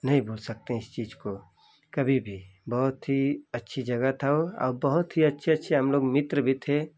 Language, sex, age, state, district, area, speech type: Hindi, male, 30-45, Uttar Pradesh, Ghazipur, urban, spontaneous